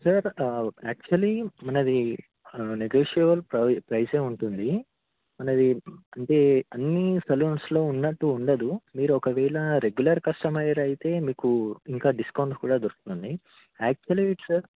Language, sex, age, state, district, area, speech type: Telugu, male, 18-30, Telangana, Ranga Reddy, urban, conversation